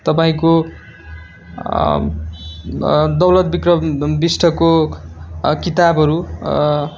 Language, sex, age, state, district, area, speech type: Nepali, male, 18-30, West Bengal, Darjeeling, rural, spontaneous